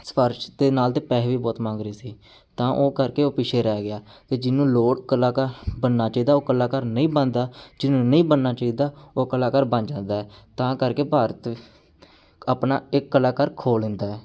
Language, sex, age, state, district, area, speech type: Punjabi, male, 30-45, Punjab, Amritsar, urban, spontaneous